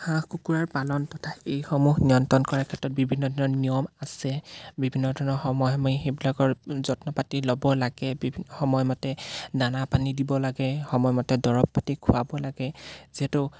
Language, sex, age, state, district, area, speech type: Assamese, male, 18-30, Assam, Golaghat, rural, spontaneous